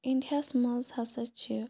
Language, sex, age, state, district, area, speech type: Kashmiri, female, 18-30, Jammu and Kashmir, Kupwara, rural, spontaneous